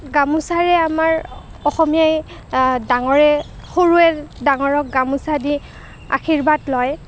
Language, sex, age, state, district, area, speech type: Assamese, female, 30-45, Assam, Kamrup Metropolitan, urban, spontaneous